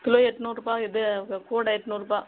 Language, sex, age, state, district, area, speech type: Tamil, female, 30-45, Tamil Nadu, Tirupattur, rural, conversation